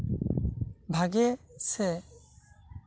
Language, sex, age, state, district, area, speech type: Santali, male, 18-30, West Bengal, Bankura, rural, spontaneous